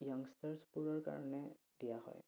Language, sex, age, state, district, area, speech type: Assamese, male, 18-30, Assam, Udalguri, rural, spontaneous